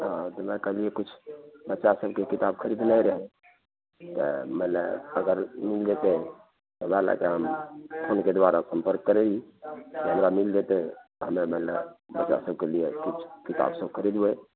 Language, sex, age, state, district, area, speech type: Maithili, male, 45-60, Bihar, Araria, rural, conversation